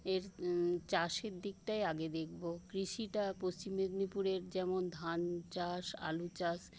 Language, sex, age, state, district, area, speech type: Bengali, female, 60+, West Bengal, Paschim Medinipur, urban, spontaneous